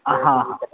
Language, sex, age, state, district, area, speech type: Urdu, male, 18-30, Uttar Pradesh, Saharanpur, urban, conversation